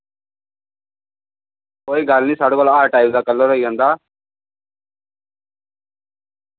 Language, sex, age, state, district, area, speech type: Dogri, male, 18-30, Jammu and Kashmir, Reasi, rural, conversation